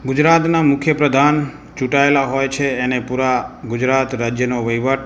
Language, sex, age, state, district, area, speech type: Gujarati, male, 45-60, Gujarat, Morbi, urban, spontaneous